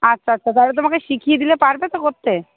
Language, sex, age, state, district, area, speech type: Bengali, female, 30-45, West Bengal, Hooghly, urban, conversation